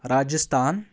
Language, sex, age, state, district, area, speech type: Kashmiri, female, 18-30, Jammu and Kashmir, Anantnag, rural, spontaneous